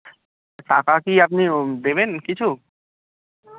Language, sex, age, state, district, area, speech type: Bengali, male, 18-30, West Bengal, Birbhum, urban, conversation